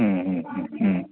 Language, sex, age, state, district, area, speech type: Malayalam, male, 45-60, Kerala, Idukki, rural, conversation